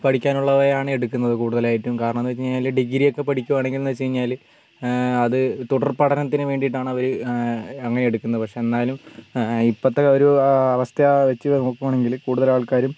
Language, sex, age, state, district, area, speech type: Malayalam, male, 45-60, Kerala, Wayanad, rural, spontaneous